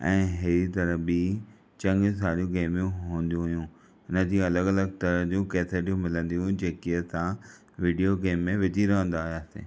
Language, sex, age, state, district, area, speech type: Sindhi, male, 30-45, Maharashtra, Thane, urban, spontaneous